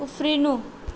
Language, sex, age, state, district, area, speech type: Nepali, female, 18-30, West Bengal, Darjeeling, rural, read